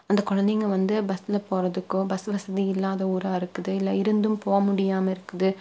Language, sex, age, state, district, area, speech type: Tamil, female, 30-45, Tamil Nadu, Tiruppur, rural, spontaneous